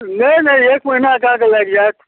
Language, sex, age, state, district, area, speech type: Maithili, male, 60+, Bihar, Madhubani, rural, conversation